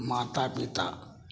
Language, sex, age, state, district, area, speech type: Maithili, male, 30-45, Bihar, Samastipur, rural, spontaneous